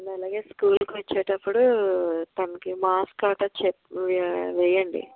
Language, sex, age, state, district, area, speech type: Telugu, female, 18-30, Andhra Pradesh, Anakapalli, urban, conversation